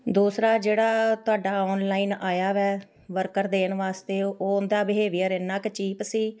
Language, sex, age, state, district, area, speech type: Punjabi, female, 45-60, Punjab, Amritsar, urban, spontaneous